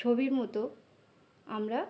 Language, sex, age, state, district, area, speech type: Bengali, female, 45-60, West Bengal, North 24 Parganas, urban, spontaneous